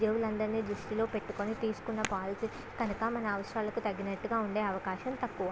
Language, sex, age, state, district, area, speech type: Telugu, female, 18-30, Andhra Pradesh, Visakhapatnam, urban, spontaneous